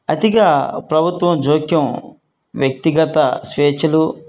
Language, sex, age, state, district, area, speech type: Telugu, male, 45-60, Andhra Pradesh, Guntur, rural, spontaneous